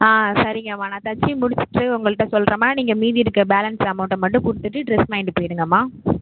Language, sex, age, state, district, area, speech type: Tamil, female, 18-30, Tamil Nadu, Mayiladuthurai, urban, conversation